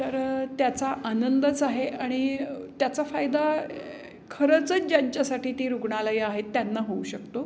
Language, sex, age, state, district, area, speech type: Marathi, female, 60+, Maharashtra, Pune, urban, spontaneous